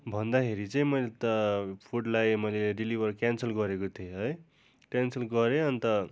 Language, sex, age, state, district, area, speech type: Nepali, male, 30-45, West Bengal, Darjeeling, rural, spontaneous